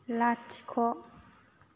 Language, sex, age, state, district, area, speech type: Bodo, female, 30-45, Assam, Kokrajhar, rural, read